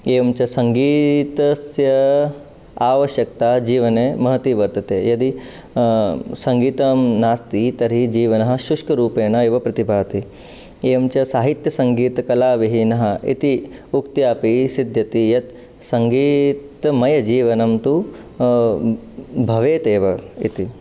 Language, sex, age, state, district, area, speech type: Sanskrit, male, 18-30, Rajasthan, Jodhpur, urban, spontaneous